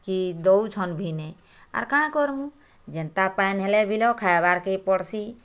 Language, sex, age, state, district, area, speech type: Odia, female, 60+, Odisha, Bargarh, rural, spontaneous